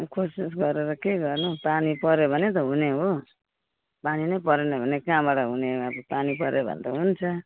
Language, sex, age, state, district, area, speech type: Nepali, female, 60+, West Bengal, Darjeeling, urban, conversation